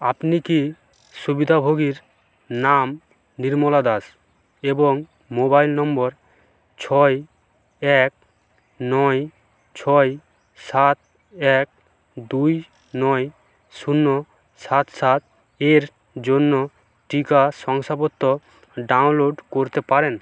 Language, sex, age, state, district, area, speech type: Bengali, male, 45-60, West Bengal, Purba Medinipur, rural, read